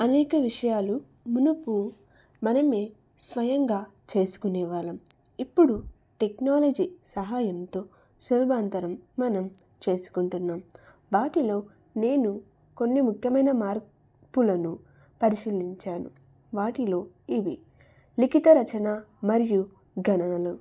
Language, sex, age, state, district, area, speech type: Telugu, female, 18-30, Telangana, Wanaparthy, urban, spontaneous